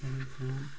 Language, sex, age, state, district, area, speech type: Kashmiri, male, 18-30, Jammu and Kashmir, Baramulla, rural, spontaneous